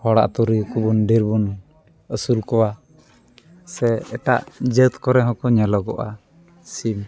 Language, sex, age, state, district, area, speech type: Santali, male, 30-45, West Bengal, Dakshin Dinajpur, rural, spontaneous